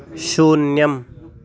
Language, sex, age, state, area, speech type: Sanskrit, male, 18-30, Delhi, rural, read